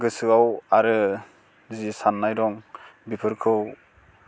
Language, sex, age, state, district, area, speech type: Bodo, male, 18-30, Assam, Baksa, rural, spontaneous